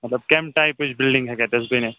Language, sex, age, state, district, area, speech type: Kashmiri, male, 18-30, Jammu and Kashmir, Shopian, urban, conversation